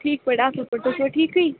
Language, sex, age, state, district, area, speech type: Kashmiri, female, 18-30, Jammu and Kashmir, Budgam, rural, conversation